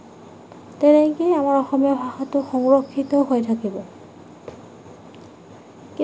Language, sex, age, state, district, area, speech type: Assamese, female, 45-60, Assam, Nagaon, rural, spontaneous